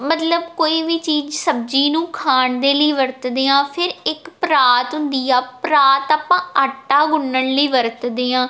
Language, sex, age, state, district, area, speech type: Punjabi, female, 18-30, Punjab, Tarn Taran, urban, spontaneous